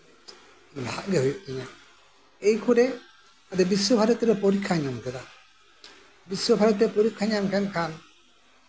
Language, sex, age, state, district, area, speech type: Santali, male, 60+, West Bengal, Birbhum, rural, spontaneous